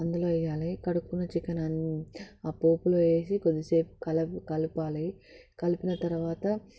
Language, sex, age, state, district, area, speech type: Telugu, female, 18-30, Telangana, Hyderabad, rural, spontaneous